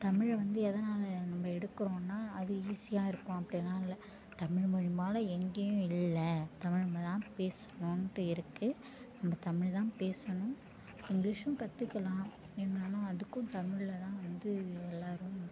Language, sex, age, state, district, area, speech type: Tamil, female, 18-30, Tamil Nadu, Mayiladuthurai, urban, spontaneous